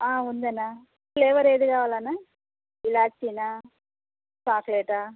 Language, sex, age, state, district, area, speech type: Telugu, female, 45-60, Andhra Pradesh, Kurnool, rural, conversation